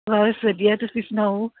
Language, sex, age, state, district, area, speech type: Punjabi, female, 30-45, Punjab, Kapurthala, urban, conversation